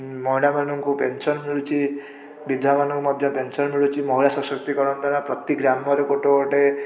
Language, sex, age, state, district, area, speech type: Odia, male, 18-30, Odisha, Puri, urban, spontaneous